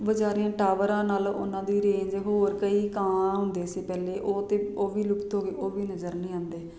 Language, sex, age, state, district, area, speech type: Punjabi, female, 30-45, Punjab, Jalandhar, urban, spontaneous